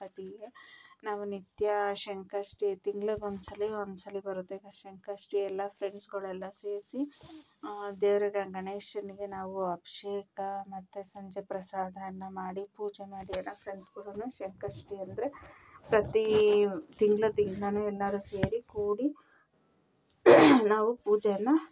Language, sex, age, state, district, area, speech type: Kannada, female, 30-45, Karnataka, Mandya, rural, spontaneous